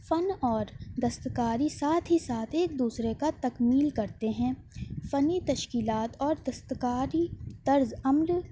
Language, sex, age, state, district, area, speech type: Urdu, female, 18-30, Uttar Pradesh, Shahjahanpur, urban, spontaneous